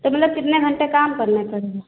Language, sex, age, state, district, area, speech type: Hindi, female, 60+, Uttar Pradesh, Ayodhya, rural, conversation